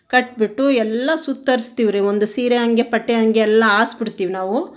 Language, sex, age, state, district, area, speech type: Kannada, female, 45-60, Karnataka, Chitradurga, rural, spontaneous